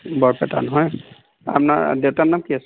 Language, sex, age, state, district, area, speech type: Assamese, male, 45-60, Assam, Barpeta, rural, conversation